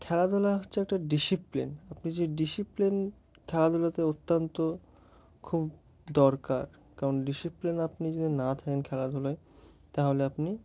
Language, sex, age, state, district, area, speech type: Bengali, male, 18-30, West Bengal, Murshidabad, urban, spontaneous